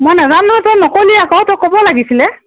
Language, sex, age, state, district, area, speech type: Assamese, female, 45-60, Assam, Golaghat, rural, conversation